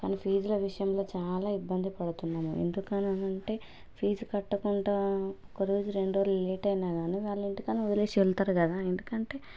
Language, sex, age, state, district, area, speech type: Telugu, female, 30-45, Telangana, Hanamkonda, rural, spontaneous